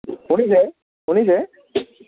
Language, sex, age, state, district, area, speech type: Assamese, male, 30-45, Assam, Sivasagar, urban, conversation